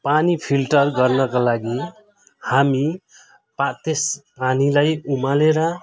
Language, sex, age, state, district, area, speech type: Nepali, male, 45-60, West Bengal, Jalpaiguri, urban, spontaneous